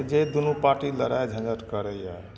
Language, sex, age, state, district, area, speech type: Maithili, male, 60+, Bihar, Madhepura, urban, spontaneous